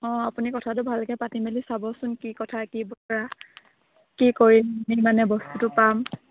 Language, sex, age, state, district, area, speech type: Assamese, female, 18-30, Assam, Sivasagar, rural, conversation